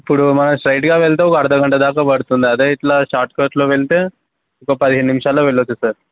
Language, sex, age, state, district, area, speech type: Telugu, male, 18-30, Telangana, Mancherial, rural, conversation